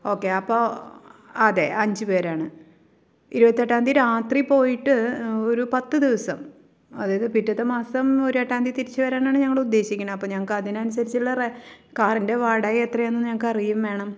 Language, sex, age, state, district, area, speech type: Malayalam, female, 30-45, Kerala, Thrissur, urban, spontaneous